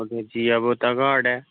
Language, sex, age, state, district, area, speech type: Dogri, male, 30-45, Jammu and Kashmir, Jammu, rural, conversation